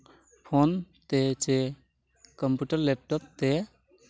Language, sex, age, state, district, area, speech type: Santali, male, 18-30, Jharkhand, East Singhbhum, rural, spontaneous